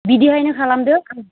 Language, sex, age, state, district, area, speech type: Bodo, female, 60+, Assam, Baksa, rural, conversation